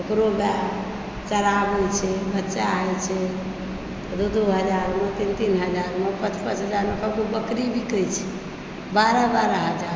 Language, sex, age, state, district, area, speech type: Maithili, female, 45-60, Bihar, Supaul, rural, spontaneous